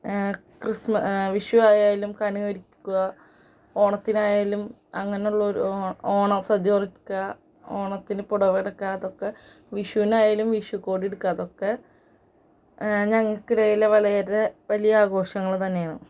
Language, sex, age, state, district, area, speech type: Malayalam, female, 18-30, Kerala, Ernakulam, rural, spontaneous